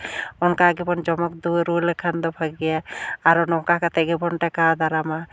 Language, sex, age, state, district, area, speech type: Santali, female, 30-45, West Bengal, Jhargram, rural, spontaneous